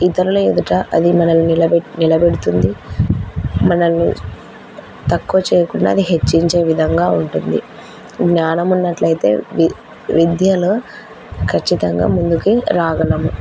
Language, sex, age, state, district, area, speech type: Telugu, female, 18-30, Andhra Pradesh, Kurnool, rural, spontaneous